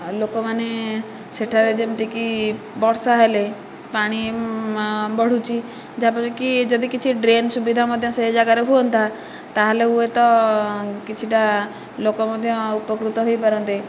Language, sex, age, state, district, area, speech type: Odia, female, 18-30, Odisha, Nayagarh, rural, spontaneous